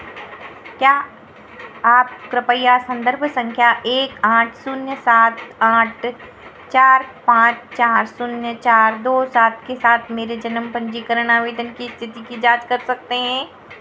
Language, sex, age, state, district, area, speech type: Hindi, female, 60+, Madhya Pradesh, Harda, urban, read